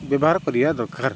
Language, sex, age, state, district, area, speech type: Odia, male, 30-45, Odisha, Kendrapara, urban, spontaneous